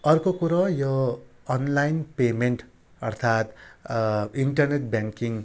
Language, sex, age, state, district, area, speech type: Nepali, male, 30-45, West Bengal, Darjeeling, rural, spontaneous